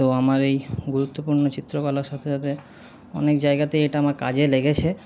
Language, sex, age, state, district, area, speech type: Bengali, male, 30-45, West Bengal, Paschim Bardhaman, urban, spontaneous